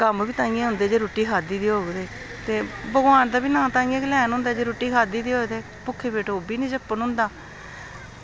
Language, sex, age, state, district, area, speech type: Dogri, female, 60+, Jammu and Kashmir, Samba, urban, spontaneous